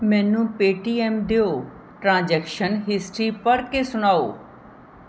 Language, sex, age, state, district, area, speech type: Punjabi, female, 45-60, Punjab, Mohali, urban, read